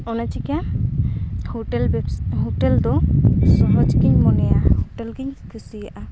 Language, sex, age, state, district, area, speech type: Santali, female, 18-30, West Bengal, Purulia, rural, spontaneous